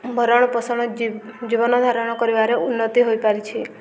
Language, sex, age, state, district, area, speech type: Odia, female, 18-30, Odisha, Subarnapur, urban, spontaneous